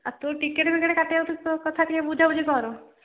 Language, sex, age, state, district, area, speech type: Odia, female, 60+, Odisha, Jharsuguda, rural, conversation